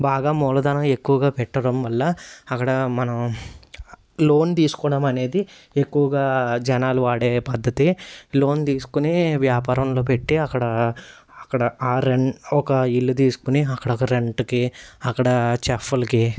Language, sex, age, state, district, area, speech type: Telugu, male, 30-45, Andhra Pradesh, Eluru, rural, spontaneous